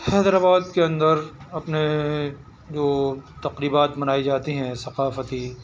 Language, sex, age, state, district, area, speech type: Urdu, male, 60+, Telangana, Hyderabad, urban, spontaneous